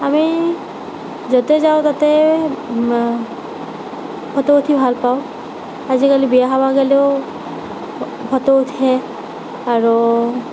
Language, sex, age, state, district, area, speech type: Assamese, female, 18-30, Assam, Darrang, rural, spontaneous